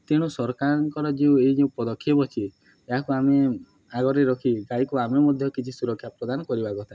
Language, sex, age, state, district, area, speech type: Odia, male, 18-30, Odisha, Nuapada, urban, spontaneous